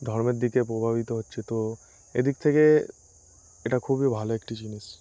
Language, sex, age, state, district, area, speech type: Bengali, male, 18-30, West Bengal, Darjeeling, urban, spontaneous